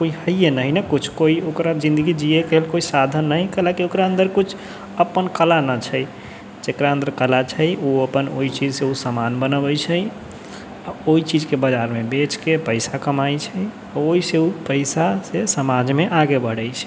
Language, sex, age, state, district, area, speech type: Maithili, male, 18-30, Bihar, Sitamarhi, rural, spontaneous